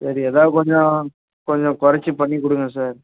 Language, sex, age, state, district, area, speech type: Tamil, male, 18-30, Tamil Nadu, Perambalur, urban, conversation